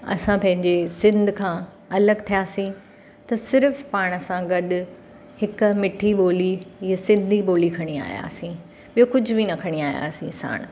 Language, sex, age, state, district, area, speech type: Sindhi, female, 45-60, Maharashtra, Mumbai Suburban, urban, spontaneous